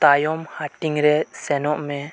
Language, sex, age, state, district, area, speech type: Santali, male, 18-30, West Bengal, Birbhum, rural, read